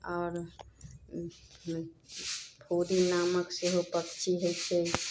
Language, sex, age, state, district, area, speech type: Maithili, female, 18-30, Bihar, Madhubani, rural, spontaneous